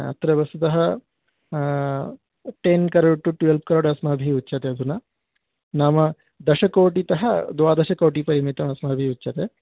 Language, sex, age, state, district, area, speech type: Sanskrit, male, 18-30, West Bengal, North 24 Parganas, rural, conversation